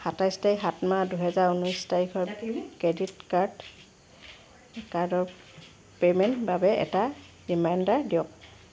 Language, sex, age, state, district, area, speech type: Assamese, female, 45-60, Assam, Sivasagar, rural, read